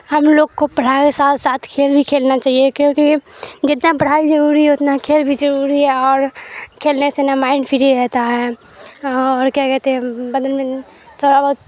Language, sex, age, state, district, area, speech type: Urdu, female, 18-30, Bihar, Supaul, rural, spontaneous